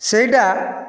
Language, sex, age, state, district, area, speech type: Odia, male, 30-45, Odisha, Nayagarh, rural, spontaneous